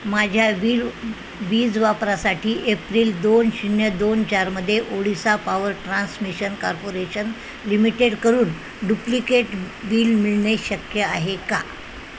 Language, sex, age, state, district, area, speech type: Marathi, female, 60+, Maharashtra, Nanded, rural, read